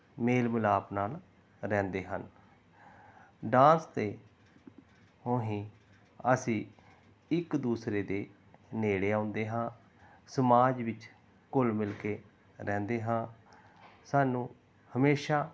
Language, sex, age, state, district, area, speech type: Punjabi, male, 30-45, Punjab, Pathankot, rural, spontaneous